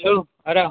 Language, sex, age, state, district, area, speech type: Malayalam, male, 45-60, Kerala, Kottayam, urban, conversation